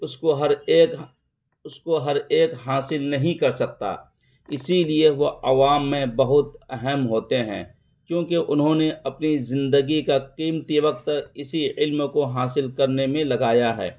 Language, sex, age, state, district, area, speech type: Urdu, male, 30-45, Bihar, Araria, rural, spontaneous